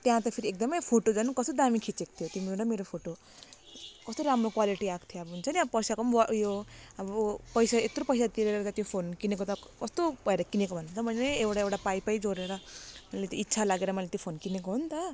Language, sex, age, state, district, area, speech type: Nepali, female, 30-45, West Bengal, Jalpaiguri, rural, spontaneous